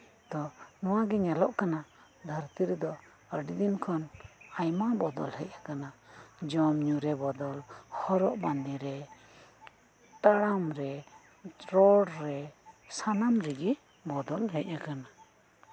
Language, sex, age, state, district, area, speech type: Santali, female, 45-60, West Bengal, Birbhum, rural, spontaneous